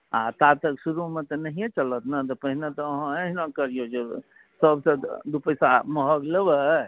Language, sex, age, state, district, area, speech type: Maithili, male, 45-60, Bihar, Saharsa, urban, conversation